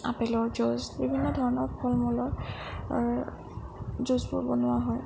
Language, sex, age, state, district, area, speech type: Assamese, female, 30-45, Assam, Sonitpur, rural, spontaneous